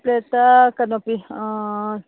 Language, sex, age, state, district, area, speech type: Manipuri, female, 45-60, Manipur, Imphal East, rural, conversation